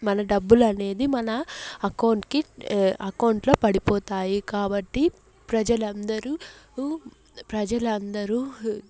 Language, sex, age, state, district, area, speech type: Telugu, female, 18-30, Andhra Pradesh, Chittoor, urban, spontaneous